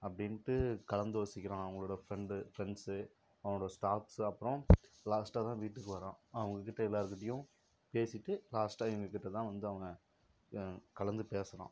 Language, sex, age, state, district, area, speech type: Tamil, female, 18-30, Tamil Nadu, Dharmapuri, rural, spontaneous